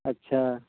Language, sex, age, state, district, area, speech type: Urdu, male, 18-30, Bihar, Purnia, rural, conversation